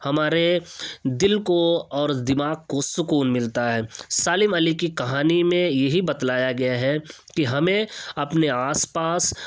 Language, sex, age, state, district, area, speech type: Urdu, male, 18-30, Uttar Pradesh, Ghaziabad, urban, spontaneous